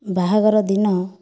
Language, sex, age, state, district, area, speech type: Odia, female, 30-45, Odisha, Kandhamal, rural, spontaneous